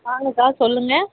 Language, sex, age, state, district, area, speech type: Tamil, female, 18-30, Tamil Nadu, Vellore, urban, conversation